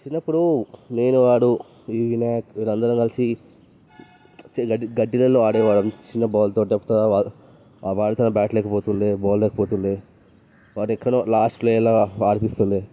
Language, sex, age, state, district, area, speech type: Telugu, male, 18-30, Telangana, Vikarabad, urban, spontaneous